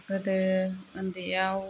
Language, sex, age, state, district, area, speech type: Bodo, female, 30-45, Assam, Kokrajhar, rural, spontaneous